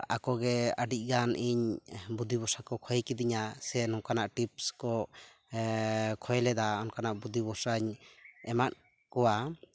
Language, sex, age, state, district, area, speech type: Santali, male, 18-30, West Bengal, Purulia, rural, spontaneous